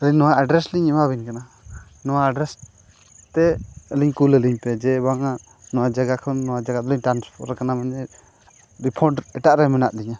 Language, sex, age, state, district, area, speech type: Santali, male, 45-60, Odisha, Mayurbhanj, rural, spontaneous